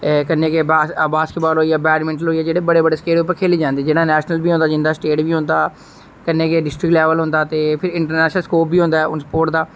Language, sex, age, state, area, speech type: Dogri, male, 18-30, Jammu and Kashmir, rural, spontaneous